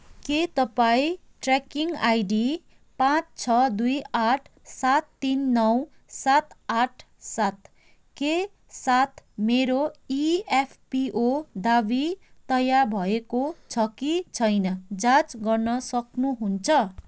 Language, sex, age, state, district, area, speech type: Nepali, female, 30-45, West Bengal, Kalimpong, rural, read